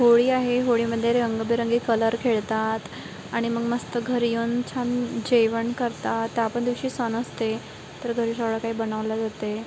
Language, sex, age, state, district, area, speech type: Marathi, female, 18-30, Maharashtra, Wardha, rural, spontaneous